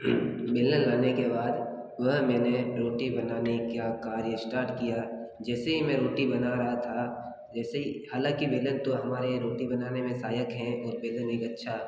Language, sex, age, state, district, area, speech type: Hindi, male, 60+, Rajasthan, Jodhpur, urban, spontaneous